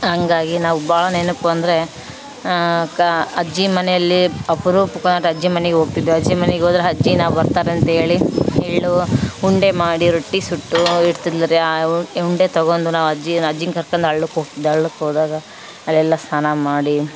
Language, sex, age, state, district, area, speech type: Kannada, female, 30-45, Karnataka, Vijayanagara, rural, spontaneous